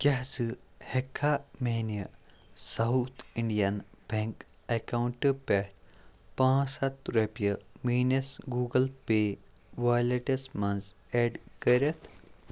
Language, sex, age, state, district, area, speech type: Kashmiri, male, 30-45, Jammu and Kashmir, Kupwara, rural, read